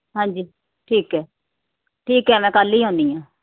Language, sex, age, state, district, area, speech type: Punjabi, female, 45-60, Punjab, Mohali, urban, conversation